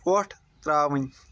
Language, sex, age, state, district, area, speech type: Kashmiri, male, 30-45, Jammu and Kashmir, Kulgam, rural, read